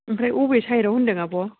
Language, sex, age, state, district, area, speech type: Bodo, female, 18-30, Assam, Kokrajhar, urban, conversation